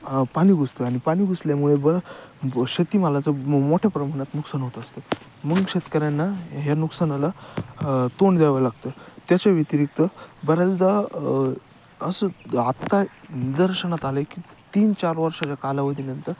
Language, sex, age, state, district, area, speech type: Marathi, male, 18-30, Maharashtra, Ahmednagar, rural, spontaneous